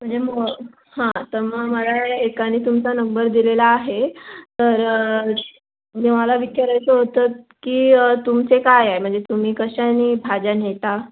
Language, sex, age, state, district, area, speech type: Marathi, female, 18-30, Maharashtra, Raigad, rural, conversation